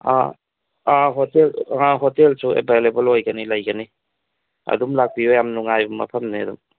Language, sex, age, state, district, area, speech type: Manipuri, male, 45-60, Manipur, Tengnoupal, rural, conversation